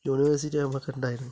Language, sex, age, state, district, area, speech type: Malayalam, male, 30-45, Kerala, Kasaragod, urban, spontaneous